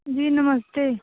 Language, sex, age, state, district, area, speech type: Hindi, female, 18-30, Uttar Pradesh, Jaunpur, rural, conversation